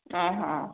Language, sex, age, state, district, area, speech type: Odia, female, 45-60, Odisha, Angul, rural, conversation